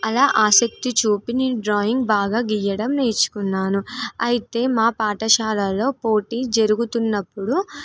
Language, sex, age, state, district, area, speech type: Telugu, female, 18-30, Telangana, Nirmal, rural, spontaneous